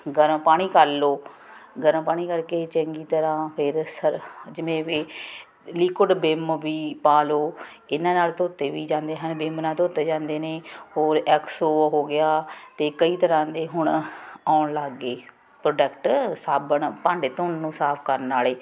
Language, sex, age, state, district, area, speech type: Punjabi, female, 30-45, Punjab, Ludhiana, urban, spontaneous